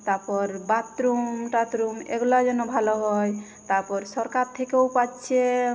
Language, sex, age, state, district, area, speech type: Bengali, female, 30-45, West Bengal, Jhargram, rural, spontaneous